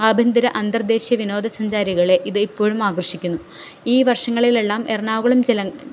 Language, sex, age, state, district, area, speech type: Malayalam, female, 18-30, Kerala, Ernakulam, rural, spontaneous